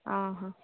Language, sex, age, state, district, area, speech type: Odia, female, 45-60, Odisha, Angul, rural, conversation